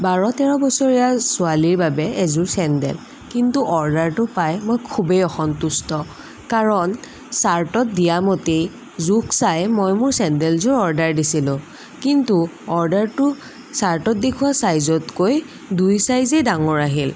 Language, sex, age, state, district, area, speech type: Assamese, female, 30-45, Assam, Sonitpur, rural, spontaneous